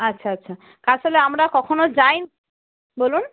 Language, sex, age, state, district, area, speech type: Bengali, female, 45-60, West Bengal, Purba Medinipur, rural, conversation